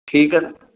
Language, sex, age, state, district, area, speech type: Punjabi, male, 45-60, Punjab, Bathinda, rural, conversation